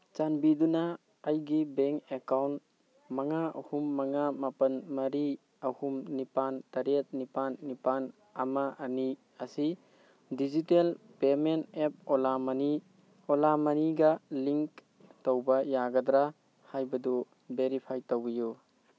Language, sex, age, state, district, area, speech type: Manipuri, male, 30-45, Manipur, Kakching, rural, read